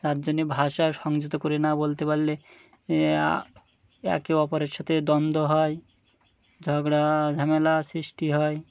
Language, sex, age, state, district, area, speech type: Bengali, male, 30-45, West Bengal, Birbhum, urban, spontaneous